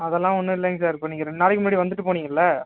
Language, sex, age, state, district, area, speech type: Tamil, male, 30-45, Tamil Nadu, Ariyalur, rural, conversation